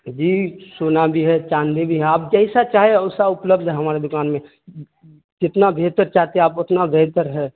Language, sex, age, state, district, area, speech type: Urdu, male, 30-45, Bihar, Darbhanga, urban, conversation